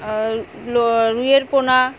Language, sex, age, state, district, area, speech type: Bengali, female, 30-45, West Bengal, Alipurduar, rural, spontaneous